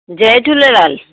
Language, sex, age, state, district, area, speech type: Sindhi, female, 45-60, Maharashtra, Mumbai Suburban, urban, conversation